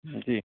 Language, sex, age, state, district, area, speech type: Urdu, male, 30-45, Uttar Pradesh, Mau, urban, conversation